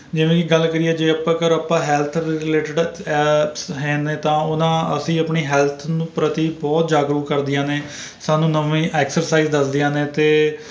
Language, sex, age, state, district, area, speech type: Punjabi, male, 30-45, Punjab, Rupnagar, rural, spontaneous